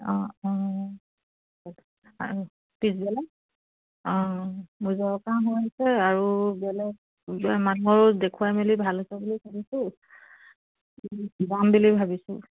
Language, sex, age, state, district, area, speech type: Assamese, female, 30-45, Assam, Biswanath, rural, conversation